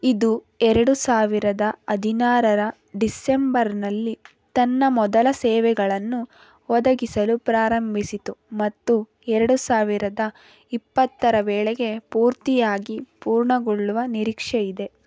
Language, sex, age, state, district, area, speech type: Kannada, female, 18-30, Karnataka, Davanagere, rural, read